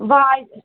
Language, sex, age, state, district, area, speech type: Kashmiri, female, 18-30, Jammu and Kashmir, Anantnag, rural, conversation